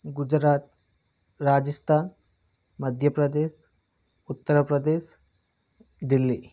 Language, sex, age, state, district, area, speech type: Telugu, male, 30-45, Andhra Pradesh, Vizianagaram, urban, spontaneous